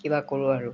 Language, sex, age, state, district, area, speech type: Assamese, female, 60+, Assam, Golaghat, rural, spontaneous